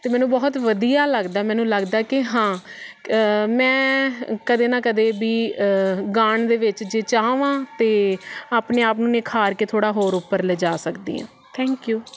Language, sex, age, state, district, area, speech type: Punjabi, female, 30-45, Punjab, Faridkot, urban, spontaneous